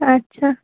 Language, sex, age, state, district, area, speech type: Bengali, female, 18-30, West Bengal, Kolkata, urban, conversation